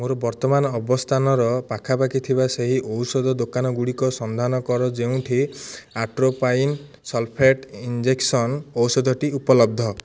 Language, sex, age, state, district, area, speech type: Odia, male, 30-45, Odisha, Ganjam, urban, read